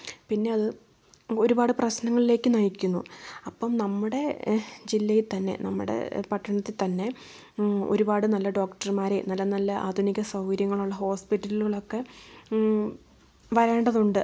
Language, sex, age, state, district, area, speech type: Malayalam, female, 18-30, Kerala, Wayanad, rural, spontaneous